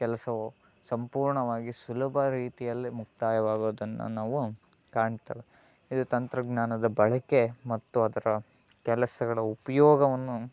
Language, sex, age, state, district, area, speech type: Kannada, male, 18-30, Karnataka, Chitradurga, rural, spontaneous